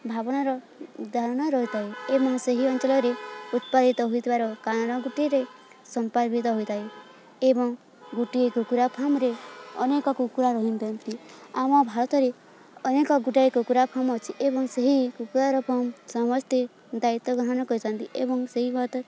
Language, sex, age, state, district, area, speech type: Odia, female, 18-30, Odisha, Balangir, urban, spontaneous